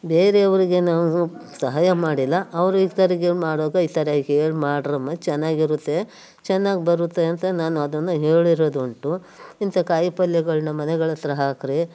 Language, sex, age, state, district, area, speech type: Kannada, female, 60+, Karnataka, Mandya, rural, spontaneous